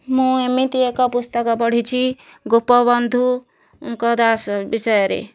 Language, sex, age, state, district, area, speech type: Odia, female, 30-45, Odisha, Nayagarh, rural, spontaneous